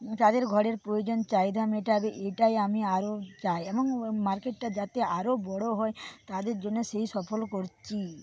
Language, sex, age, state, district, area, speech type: Bengali, female, 45-60, West Bengal, Paschim Medinipur, rural, spontaneous